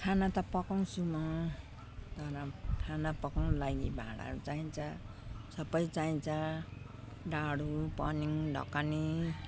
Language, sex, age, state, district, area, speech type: Nepali, female, 60+, West Bengal, Jalpaiguri, urban, spontaneous